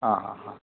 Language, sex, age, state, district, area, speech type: Malayalam, male, 30-45, Kerala, Kasaragod, urban, conversation